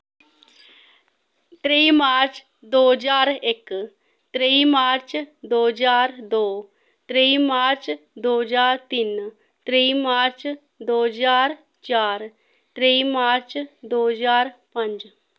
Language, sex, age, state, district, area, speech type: Dogri, female, 30-45, Jammu and Kashmir, Samba, urban, spontaneous